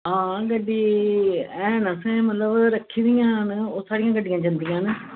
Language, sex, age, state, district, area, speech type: Dogri, female, 60+, Jammu and Kashmir, Reasi, rural, conversation